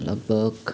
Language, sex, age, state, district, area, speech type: Nepali, male, 18-30, West Bengal, Jalpaiguri, rural, spontaneous